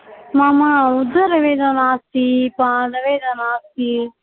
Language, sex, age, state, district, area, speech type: Sanskrit, female, 45-60, Karnataka, Dakshina Kannada, rural, conversation